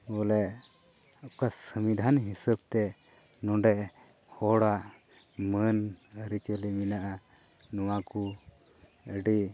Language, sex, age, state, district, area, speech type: Santali, male, 30-45, Jharkhand, Pakur, rural, spontaneous